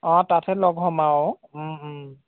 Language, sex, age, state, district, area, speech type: Assamese, male, 30-45, Assam, Golaghat, urban, conversation